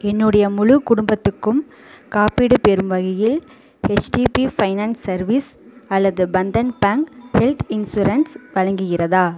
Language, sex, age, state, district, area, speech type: Tamil, female, 45-60, Tamil Nadu, Pudukkottai, rural, read